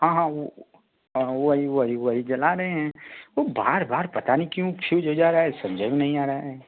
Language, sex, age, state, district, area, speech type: Hindi, male, 30-45, Uttar Pradesh, Azamgarh, rural, conversation